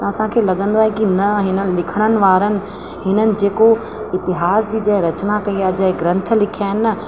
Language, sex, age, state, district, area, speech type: Sindhi, female, 30-45, Rajasthan, Ajmer, urban, spontaneous